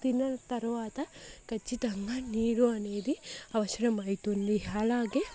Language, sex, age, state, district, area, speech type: Telugu, female, 18-30, Andhra Pradesh, Chittoor, urban, spontaneous